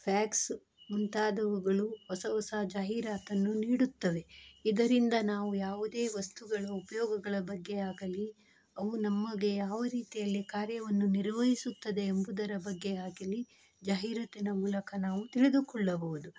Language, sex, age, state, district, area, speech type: Kannada, female, 45-60, Karnataka, Shimoga, rural, spontaneous